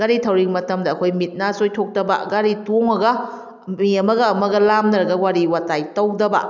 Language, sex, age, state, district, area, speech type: Manipuri, female, 30-45, Manipur, Kakching, rural, spontaneous